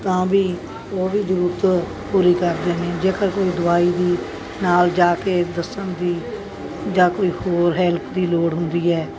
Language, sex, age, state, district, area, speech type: Punjabi, female, 60+, Punjab, Bathinda, urban, spontaneous